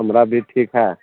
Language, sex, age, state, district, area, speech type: Hindi, male, 45-60, Bihar, Madhepura, rural, conversation